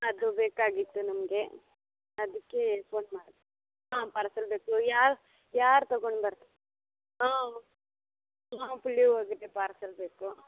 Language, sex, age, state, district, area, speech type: Kannada, female, 18-30, Karnataka, Bangalore Rural, rural, conversation